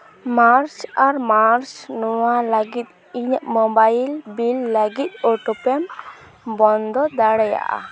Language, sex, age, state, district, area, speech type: Santali, female, 18-30, West Bengal, Purulia, rural, read